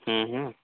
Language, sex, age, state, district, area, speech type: Odia, male, 18-30, Odisha, Nabarangpur, urban, conversation